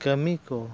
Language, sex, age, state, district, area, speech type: Santali, male, 45-60, Odisha, Mayurbhanj, rural, spontaneous